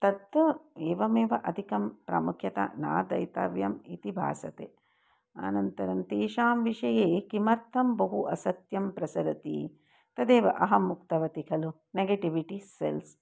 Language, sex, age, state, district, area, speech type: Sanskrit, female, 60+, Karnataka, Dharwad, urban, spontaneous